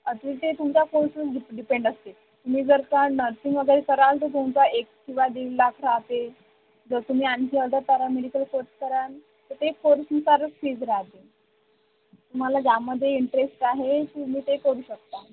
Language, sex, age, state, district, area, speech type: Marathi, female, 18-30, Maharashtra, Wardha, rural, conversation